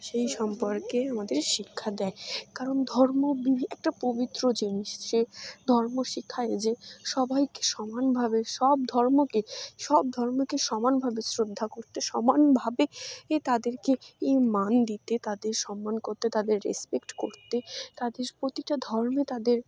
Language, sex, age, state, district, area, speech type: Bengali, female, 18-30, West Bengal, Dakshin Dinajpur, urban, spontaneous